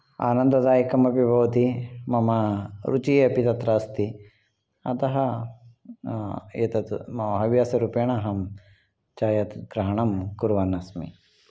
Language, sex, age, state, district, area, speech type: Sanskrit, male, 45-60, Karnataka, Shimoga, urban, spontaneous